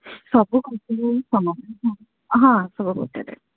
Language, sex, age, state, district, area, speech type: Odia, female, 45-60, Odisha, Sundergarh, rural, conversation